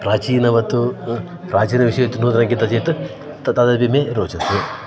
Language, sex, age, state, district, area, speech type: Sanskrit, male, 30-45, Karnataka, Dakshina Kannada, urban, spontaneous